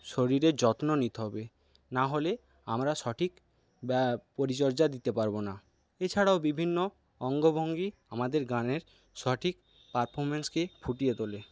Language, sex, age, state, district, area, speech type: Bengali, male, 60+, West Bengal, Paschim Medinipur, rural, spontaneous